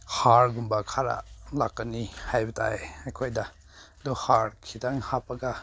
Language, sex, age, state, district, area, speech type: Manipuri, male, 30-45, Manipur, Senapati, rural, spontaneous